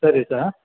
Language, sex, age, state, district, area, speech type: Kannada, male, 60+, Karnataka, Chamarajanagar, rural, conversation